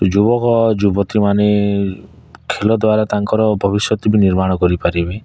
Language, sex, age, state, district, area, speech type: Odia, male, 30-45, Odisha, Kalahandi, rural, spontaneous